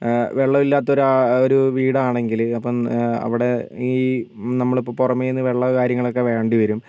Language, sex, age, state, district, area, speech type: Malayalam, male, 45-60, Kerala, Wayanad, rural, spontaneous